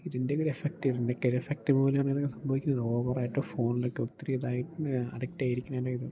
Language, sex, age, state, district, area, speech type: Malayalam, male, 18-30, Kerala, Idukki, rural, spontaneous